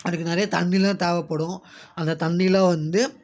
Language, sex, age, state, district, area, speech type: Tamil, male, 18-30, Tamil Nadu, Namakkal, rural, spontaneous